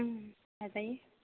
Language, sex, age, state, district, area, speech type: Bodo, female, 30-45, Assam, Kokrajhar, rural, conversation